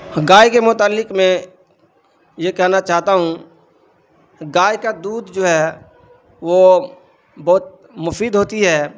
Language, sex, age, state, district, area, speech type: Urdu, male, 45-60, Bihar, Darbhanga, rural, spontaneous